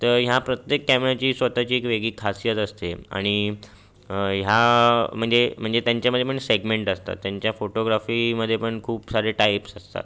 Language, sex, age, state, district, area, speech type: Marathi, male, 18-30, Maharashtra, Raigad, urban, spontaneous